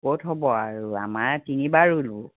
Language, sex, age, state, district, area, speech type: Assamese, female, 60+, Assam, Golaghat, rural, conversation